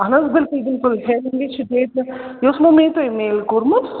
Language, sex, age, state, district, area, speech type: Kashmiri, female, 30-45, Jammu and Kashmir, Srinagar, urban, conversation